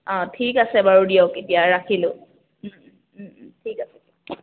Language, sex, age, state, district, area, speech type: Assamese, female, 18-30, Assam, Kamrup Metropolitan, urban, conversation